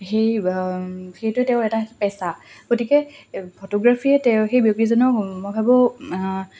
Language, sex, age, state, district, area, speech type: Assamese, female, 18-30, Assam, Lakhimpur, rural, spontaneous